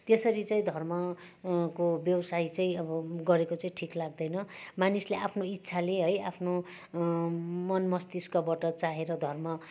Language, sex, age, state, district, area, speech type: Nepali, female, 60+, West Bengal, Darjeeling, rural, spontaneous